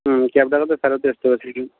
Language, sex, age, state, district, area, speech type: Bengali, male, 60+, West Bengal, Jhargram, rural, conversation